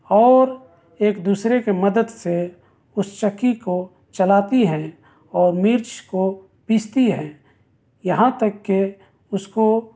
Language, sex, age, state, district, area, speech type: Urdu, male, 30-45, Bihar, East Champaran, rural, spontaneous